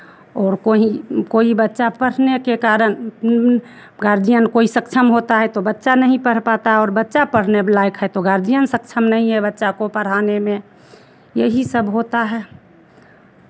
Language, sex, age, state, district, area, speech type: Hindi, female, 60+, Bihar, Begusarai, rural, spontaneous